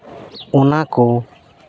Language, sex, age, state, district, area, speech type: Santali, male, 30-45, Jharkhand, Seraikela Kharsawan, rural, spontaneous